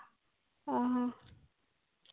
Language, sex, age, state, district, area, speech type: Santali, female, 18-30, Jharkhand, Seraikela Kharsawan, rural, conversation